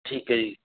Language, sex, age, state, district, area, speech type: Punjabi, male, 30-45, Punjab, Barnala, rural, conversation